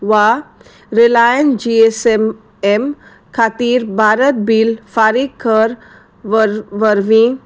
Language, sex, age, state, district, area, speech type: Goan Konkani, female, 30-45, Goa, Salcete, rural, read